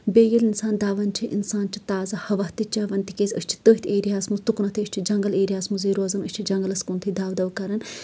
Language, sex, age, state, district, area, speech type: Kashmiri, female, 30-45, Jammu and Kashmir, Shopian, rural, spontaneous